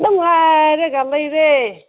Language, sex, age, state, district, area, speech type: Manipuri, female, 30-45, Manipur, Senapati, rural, conversation